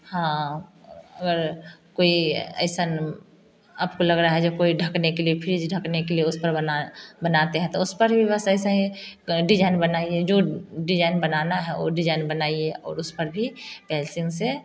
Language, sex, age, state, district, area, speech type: Hindi, female, 45-60, Bihar, Samastipur, rural, spontaneous